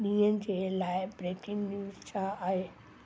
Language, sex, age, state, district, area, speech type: Sindhi, female, 60+, Delhi, South Delhi, rural, read